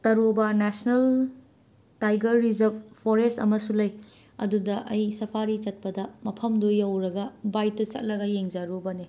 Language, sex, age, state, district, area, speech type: Manipuri, female, 45-60, Manipur, Imphal West, urban, spontaneous